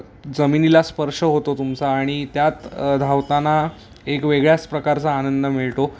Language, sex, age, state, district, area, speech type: Marathi, male, 18-30, Maharashtra, Mumbai Suburban, urban, spontaneous